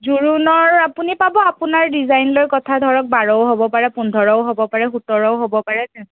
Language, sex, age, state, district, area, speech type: Assamese, female, 30-45, Assam, Kamrup Metropolitan, urban, conversation